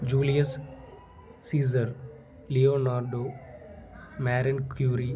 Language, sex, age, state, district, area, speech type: Telugu, male, 18-30, Andhra Pradesh, Nellore, rural, spontaneous